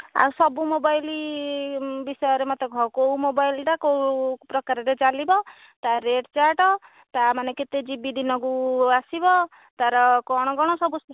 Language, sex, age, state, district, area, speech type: Odia, female, 30-45, Odisha, Nayagarh, rural, conversation